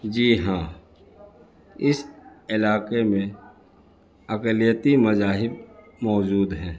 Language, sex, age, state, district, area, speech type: Urdu, male, 60+, Bihar, Gaya, urban, spontaneous